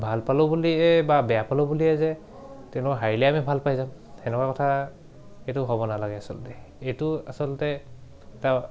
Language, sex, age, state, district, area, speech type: Assamese, male, 18-30, Assam, Charaideo, urban, spontaneous